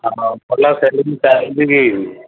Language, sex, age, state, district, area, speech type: Odia, male, 60+, Odisha, Sundergarh, urban, conversation